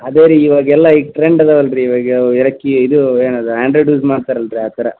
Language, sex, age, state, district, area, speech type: Kannada, male, 18-30, Karnataka, Dharwad, urban, conversation